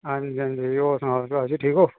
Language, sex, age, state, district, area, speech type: Dogri, male, 18-30, Jammu and Kashmir, Kathua, rural, conversation